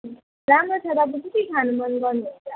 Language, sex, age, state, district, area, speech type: Nepali, female, 18-30, West Bengal, Jalpaiguri, rural, conversation